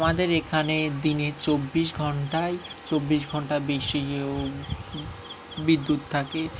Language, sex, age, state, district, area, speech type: Bengali, male, 18-30, West Bengal, Dakshin Dinajpur, urban, spontaneous